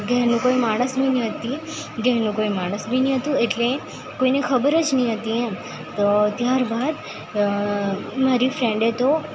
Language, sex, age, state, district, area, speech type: Gujarati, female, 18-30, Gujarat, Valsad, rural, spontaneous